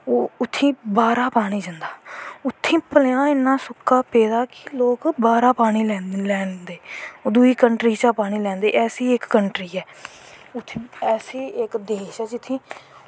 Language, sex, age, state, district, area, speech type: Dogri, female, 18-30, Jammu and Kashmir, Kathua, rural, spontaneous